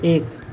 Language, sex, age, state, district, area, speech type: Hindi, male, 18-30, Uttar Pradesh, Azamgarh, rural, read